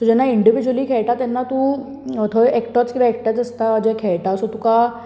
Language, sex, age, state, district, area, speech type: Goan Konkani, female, 18-30, Goa, Bardez, urban, spontaneous